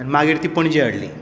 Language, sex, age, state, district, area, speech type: Goan Konkani, male, 45-60, Goa, Tiswadi, rural, spontaneous